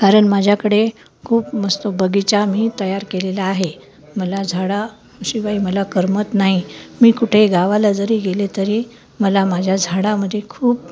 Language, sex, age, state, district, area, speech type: Marathi, female, 60+, Maharashtra, Nanded, rural, spontaneous